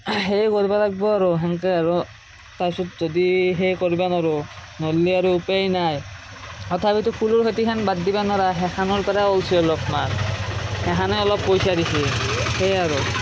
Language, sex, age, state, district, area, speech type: Assamese, male, 30-45, Assam, Darrang, rural, spontaneous